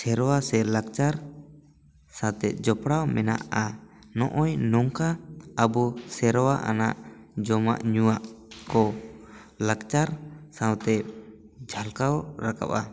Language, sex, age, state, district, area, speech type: Santali, male, 18-30, West Bengal, Bankura, rural, spontaneous